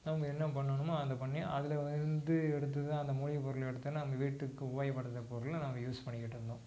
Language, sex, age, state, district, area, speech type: Tamil, male, 45-60, Tamil Nadu, Tiruppur, urban, spontaneous